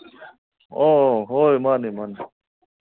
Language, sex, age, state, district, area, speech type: Manipuri, male, 45-60, Manipur, Ukhrul, rural, conversation